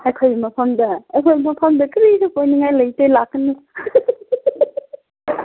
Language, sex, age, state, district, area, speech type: Manipuri, female, 18-30, Manipur, Kangpokpi, urban, conversation